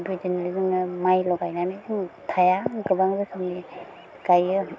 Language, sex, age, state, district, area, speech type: Bodo, female, 30-45, Assam, Udalguri, rural, spontaneous